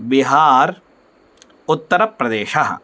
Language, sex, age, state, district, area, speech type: Sanskrit, male, 18-30, Karnataka, Bangalore Rural, urban, spontaneous